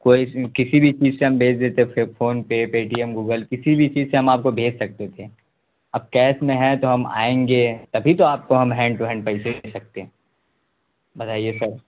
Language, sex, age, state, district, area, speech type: Urdu, male, 18-30, Bihar, Saharsa, rural, conversation